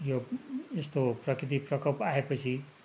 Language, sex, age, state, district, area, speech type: Nepali, male, 60+, West Bengal, Darjeeling, rural, spontaneous